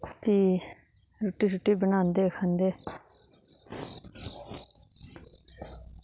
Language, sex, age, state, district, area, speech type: Dogri, female, 18-30, Jammu and Kashmir, Reasi, rural, spontaneous